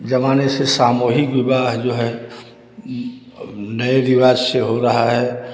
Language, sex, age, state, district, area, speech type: Hindi, male, 60+, Uttar Pradesh, Chandauli, rural, spontaneous